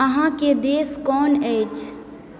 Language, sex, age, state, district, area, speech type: Maithili, female, 45-60, Bihar, Supaul, rural, read